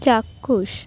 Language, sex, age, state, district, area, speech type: Bengali, female, 45-60, West Bengal, Paschim Bardhaman, urban, read